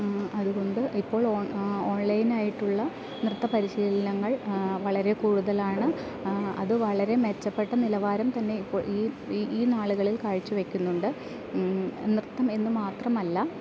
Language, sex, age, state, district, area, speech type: Malayalam, female, 30-45, Kerala, Idukki, rural, spontaneous